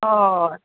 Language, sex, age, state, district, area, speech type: Goan Konkani, female, 30-45, Goa, Quepem, rural, conversation